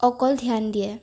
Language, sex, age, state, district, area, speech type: Assamese, female, 18-30, Assam, Sonitpur, rural, spontaneous